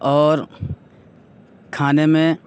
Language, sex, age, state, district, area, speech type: Urdu, male, 18-30, Uttar Pradesh, Saharanpur, urban, spontaneous